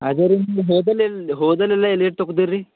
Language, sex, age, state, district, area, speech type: Kannada, male, 18-30, Karnataka, Bidar, urban, conversation